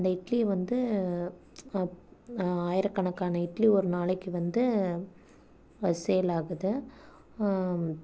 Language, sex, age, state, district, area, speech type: Tamil, female, 18-30, Tamil Nadu, Namakkal, rural, spontaneous